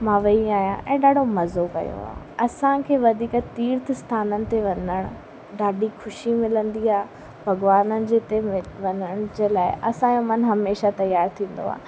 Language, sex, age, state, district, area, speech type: Sindhi, female, 18-30, Rajasthan, Ajmer, urban, spontaneous